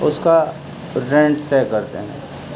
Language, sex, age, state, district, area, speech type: Urdu, male, 60+, Uttar Pradesh, Muzaffarnagar, urban, spontaneous